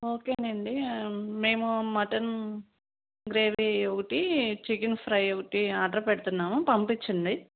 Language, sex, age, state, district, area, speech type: Telugu, female, 30-45, Andhra Pradesh, Palnadu, rural, conversation